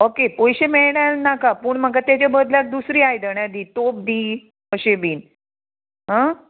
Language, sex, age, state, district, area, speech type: Goan Konkani, female, 45-60, Goa, Murmgao, rural, conversation